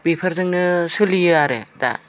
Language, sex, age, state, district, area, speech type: Bodo, female, 60+, Assam, Udalguri, rural, spontaneous